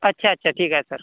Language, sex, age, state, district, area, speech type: Marathi, male, 18-30, Maharashtra, Washim, rural, conversation